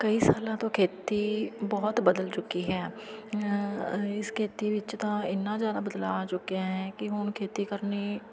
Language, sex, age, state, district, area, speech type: Punjabi, female, 30-45, Punjab, Fatehgarh Sahib, rural, spontaneous